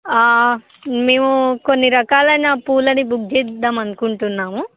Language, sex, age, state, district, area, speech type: Telugu, female, 18-30, Telangana, Khammam, urban, conversation